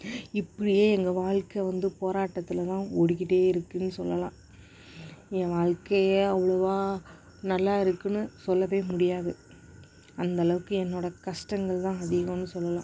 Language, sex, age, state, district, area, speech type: Tamil, female, 30-45, Tamil Nadu, Perambalur, rural, spontaneous